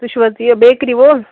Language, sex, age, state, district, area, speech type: Kashmiri, female, 18-30, Jammu and Kashmir, Budgam, rural, conversation